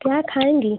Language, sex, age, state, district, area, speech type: Hindi, female, 30-45, Uttar Pradesh, Ghazipur, rural, conversation